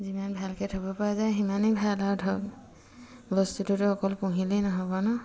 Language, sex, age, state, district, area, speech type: Assamese, female, 45-60, Assam, Dibrugarh, rural, spontaneous